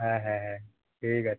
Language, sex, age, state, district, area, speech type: Bengali, male, 18-30, West Bengal, Howrah, urban, conversation